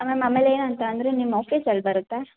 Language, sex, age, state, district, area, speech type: Kannada, female, 18-30, Karnataka, Hassan, rural, conversation